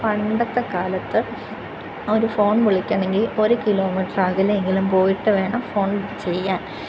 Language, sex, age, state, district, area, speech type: Malayalam, female, 18-30, Kerala, Kottayam, rural, spontaneous